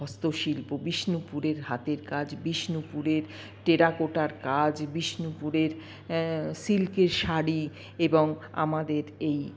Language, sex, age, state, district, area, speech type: Bengali, female, 45-60, West Bengal, Paschim Bardhaman, urban, spontaneous